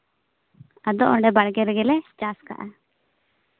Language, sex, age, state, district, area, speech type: Santali, female, 18-30, Jharkhand, Seraikela Kharsawan, rural, conversation